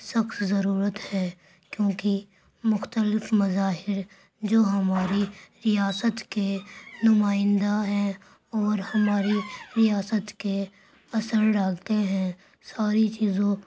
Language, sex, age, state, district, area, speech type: Urdu, female, 45-60, Delhi, Central Delhi, urban, spontaneous